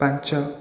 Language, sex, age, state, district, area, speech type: Odia, male, 30-45, Odisha, Puri, urban, read